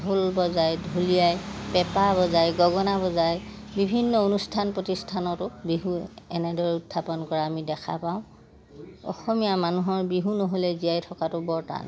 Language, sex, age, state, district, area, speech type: Assamese, male, 60+, Assam, Majuli, urban, spontaneous